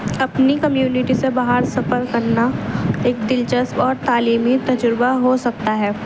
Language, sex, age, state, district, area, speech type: Urdu, female, 18-30, Delhi, East Delhi, urban, spontaneous